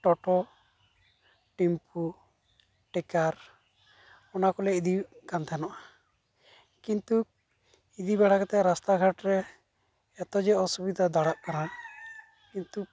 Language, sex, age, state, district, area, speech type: Santali, male, 18-30, West Bengal, Uttar Dinajpur, rural, spontaneous